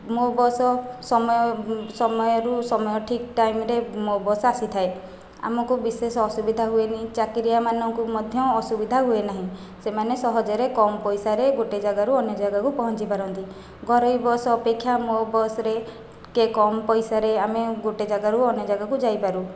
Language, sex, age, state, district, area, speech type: Odia, female, 30-45, Odisha, Khordha, rural, spontaneous